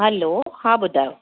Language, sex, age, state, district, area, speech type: Sindhi, female, 30-45, Maharashtra, Thane, urban, conversation